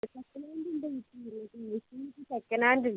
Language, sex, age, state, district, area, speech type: Malayalam, female, 30-45, Kerala, Wayanad, rural, conversation